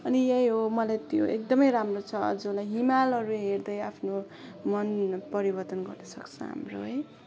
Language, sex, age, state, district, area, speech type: Nepali, female, 18-30, West Bengal, Kalimpong, rural, spontaneous